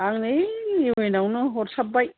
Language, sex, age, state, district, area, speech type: Bodo, female, 60+, Assam, Kokrajhar, urban, conversation